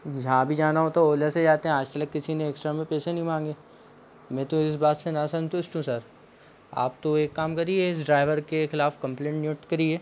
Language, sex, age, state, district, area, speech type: Hindi, male, 18-30, Madhya Pradesh, Jabalpur, urban, spontaneous